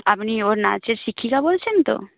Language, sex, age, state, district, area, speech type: Bengali, female, 18-30, West Bengal, Purba Medinipur, rural, conversation